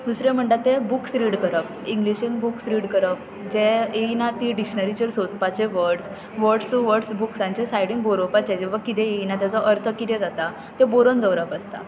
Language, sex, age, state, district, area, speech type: Goan Konkani, female, 18-30, Goa, Tiswadi, rural, spontaneous